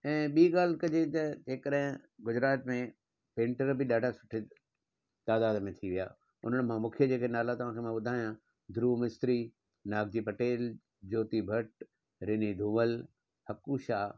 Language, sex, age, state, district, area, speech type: Sindhi, male, 60+, Gujarat, Surat, urban, spontaneous